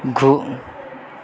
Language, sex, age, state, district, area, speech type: Bodo, male, 18-30, Assam, Chirang, urban, read